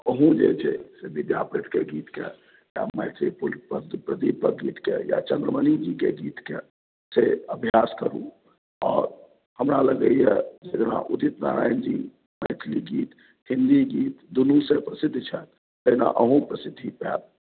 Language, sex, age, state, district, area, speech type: Maithili, male, 45-60, Bihar, Madhubani, rural, conversation